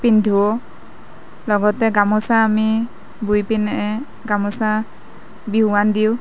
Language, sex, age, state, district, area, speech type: Assamese, female, 30-45, Assam, Nalbari, rural, spontaneous